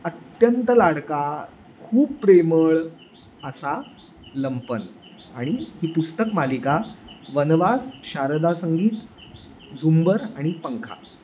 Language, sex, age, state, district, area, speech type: Marathi, male, 30-45, Maharashtra, Sangli, urban, spontaneous